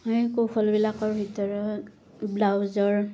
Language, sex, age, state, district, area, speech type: Assamese, female, 30-45, Assam, Udalguri, rural, spontaneous